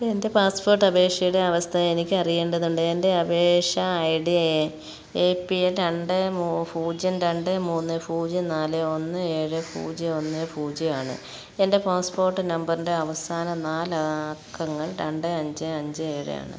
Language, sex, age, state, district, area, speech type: Malayalam, female, 45-60, Kerala, Alappuzha, rural, read